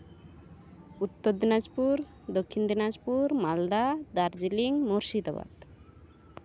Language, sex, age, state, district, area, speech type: Santali, female, 18-30, West Bengal, Uttar Dinajpur, rural, spontaneous